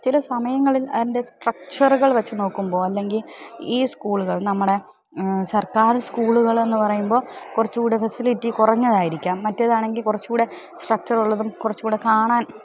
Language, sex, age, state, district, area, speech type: Malayalam, female, 30-45, Kerala, Thiruvananthapuram, urban, spontaneous